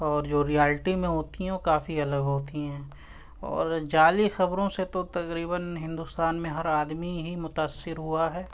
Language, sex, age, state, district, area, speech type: Urdu, male, 18-30, Uttar Pradesh, Siddharthnagar, rural, spontaneous